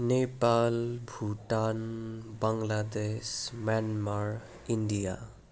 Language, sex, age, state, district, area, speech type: Nepali, male, 30-45, West Bengal, Darjeeling, rural, spontaneous